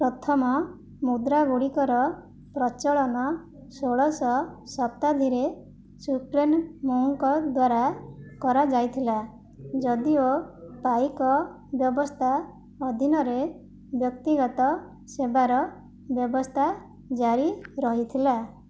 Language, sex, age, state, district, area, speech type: Odia, female, 45-60, Odisha, Jajpur, rural, read